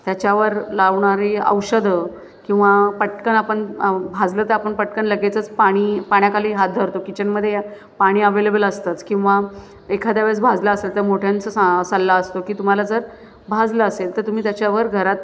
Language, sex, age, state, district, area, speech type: Marathi, female, 30-45, Maharashtra, Thane, urban, spontaneous